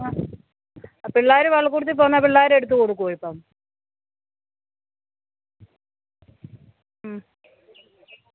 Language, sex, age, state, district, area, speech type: Malayalam, female, 45-60, Kerala, Alappuzha, rural, conversation